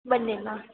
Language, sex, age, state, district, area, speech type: Gujarati, female, 18-30, Gujarat, Surat, urban, conversation